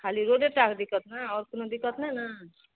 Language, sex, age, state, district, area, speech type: Maithili, female, 45-60, Bihar, Madhepura, rural, conversation